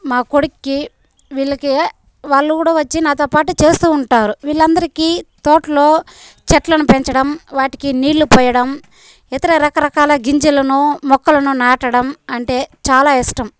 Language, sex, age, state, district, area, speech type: Telugu, female, 18-30, Andhra Pradesh, Sri Balaji, rural, spontaneous